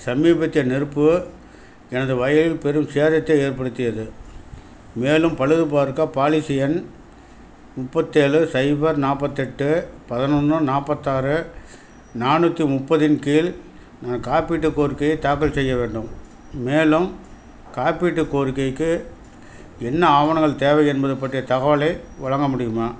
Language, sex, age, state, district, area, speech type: Tamil, male, 60+, Tamil Nadu, Perambalur, rural, read